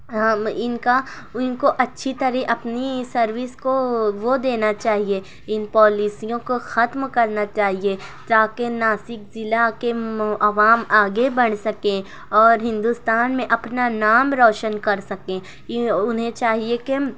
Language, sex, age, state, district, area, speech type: Urdu, female, 18-30, Maharashtra, Nashik, urban, spontaneous